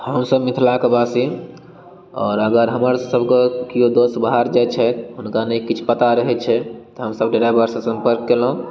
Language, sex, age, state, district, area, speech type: Maithili, male, 18-30, Bihar, Darbhanga, rural, spontaneous